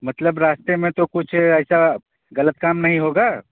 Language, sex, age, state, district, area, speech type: Urdu, male, 30-45, Uttar Pradesh, Balrampur, rural, conversation